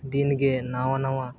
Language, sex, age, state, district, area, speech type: Santali, male, 18-30, Jharkhand, East Singhbhum, rural, spontaneous